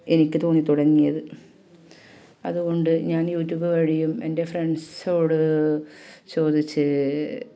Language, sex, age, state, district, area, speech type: Malayalam, female, 30-45, Kerala, Kasaragod, urban, spontaneous